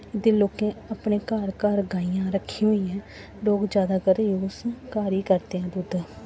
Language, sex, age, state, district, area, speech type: Dogri, female, 18-30, Jammu and Kashmir, Samba, rural, spontaneous